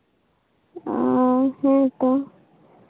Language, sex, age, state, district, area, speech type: Santali, female, 18-30, West Bengal, Bankura, rural, conversation